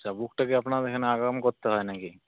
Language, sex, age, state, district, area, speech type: Bengali, male, 18-30, West Bengal, Uttar Dinajpur, rural, conversation